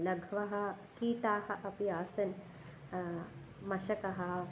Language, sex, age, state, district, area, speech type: Sanskrit, female, 30-45, Kerala, Ernakulam, urban, spontaneous